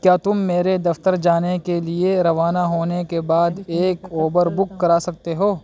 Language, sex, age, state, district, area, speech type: Urdu, male, 18-30, Uttar Pradesh, Saharanpur, urban, read